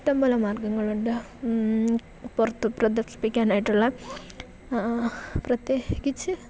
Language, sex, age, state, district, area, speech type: Malayalam, female, 18-30, Kerala, Kollam, rural, spontaneous